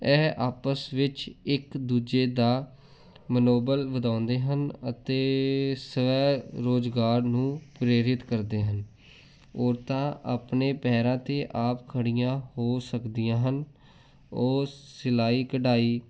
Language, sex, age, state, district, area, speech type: Punjabi, male, 18-30, Punjab, Jalandhar, urban, spontaneous